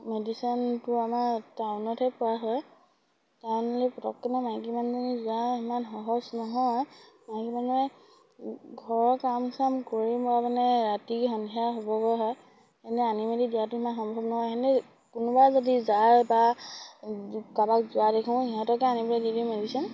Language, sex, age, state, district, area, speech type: Assamese, female, 18-30, Assam, Sivasagar, rural, spontaneous